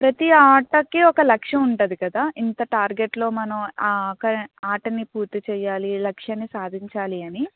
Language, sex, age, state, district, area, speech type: Telugu, female, 18-30, Andhra Pradesh, Eluru, rural, conversation